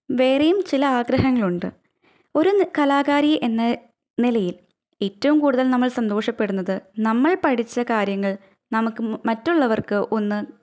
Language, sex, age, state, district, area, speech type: Malayalam, female, 18-30, Kerala, Thrissur, rural, spontaneous